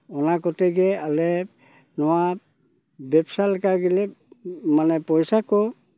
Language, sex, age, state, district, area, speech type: Santali, male, 60+, West Bengal, Purulia, rural, spontaneous